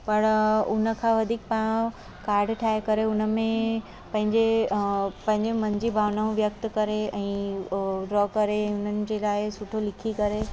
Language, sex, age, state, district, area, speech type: Sindhi, female, 30-45, Gujarat, Surat, urban, spontaneous